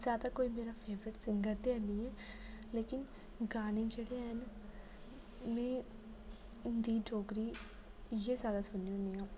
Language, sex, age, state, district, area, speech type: Dogri, female, 18-30, Jammu and Kashmir, Jammu, rural, spontaneous